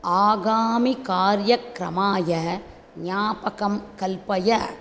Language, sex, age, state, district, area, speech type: Sanskrit, female, 60+, Tamil Nadu, Chennai, urban, read